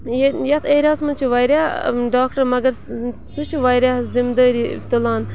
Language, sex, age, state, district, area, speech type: Kashmiri, female, 18-30, Jammu and Kashmir, Bandipora, rural, spontaneous